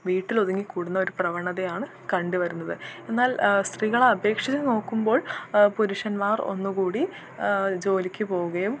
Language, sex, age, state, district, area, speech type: Malayalam, female, 18-30, Kerala, Malappuram, urban, spontaneous